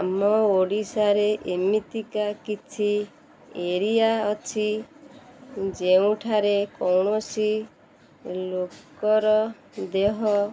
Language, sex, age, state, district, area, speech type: Odia, female, 30-45, Odisha, Kendrapara, urban, spontaneous